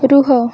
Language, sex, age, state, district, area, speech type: Odia, female, 18-30, Odisha, Malkangiri, urban, read